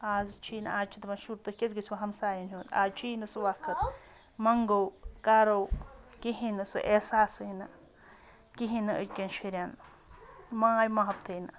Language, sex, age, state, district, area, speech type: Kashmiri, female, 45-60, Jammu and Kashmir, Ganderbal, rural, spontaneous